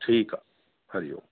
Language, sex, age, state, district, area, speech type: Sindhi, female, 30-45, Uttar Pradesh, Lucknow, rural, conversation